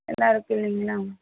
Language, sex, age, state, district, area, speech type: Tamil, female, 30-45, Tamil Nadu, Nilgiris, urban, conversation